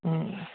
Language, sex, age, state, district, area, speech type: Bengali, male, 18-30, West Bengal, Darjeeling, rural, conversation